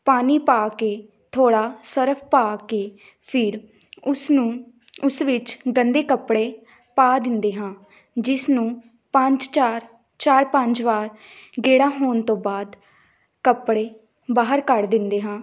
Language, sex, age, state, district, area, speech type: Punjabi, female, 18-30, Punjab, Gurdaspur, urban, spontaneous